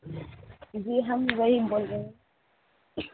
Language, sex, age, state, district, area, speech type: Urdu, female, 18-30, Bihar, Supaul, rural, conversation